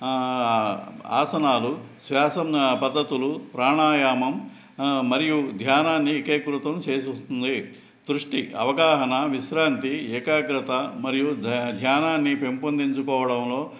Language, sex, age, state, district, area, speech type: Telugu, male, 60+, Andhra Pradesh, Eluru, urban, spontaneous